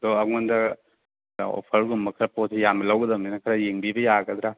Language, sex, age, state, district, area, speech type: Manipuri, male, 30-45, Manipur, Thoubal, rural, conversation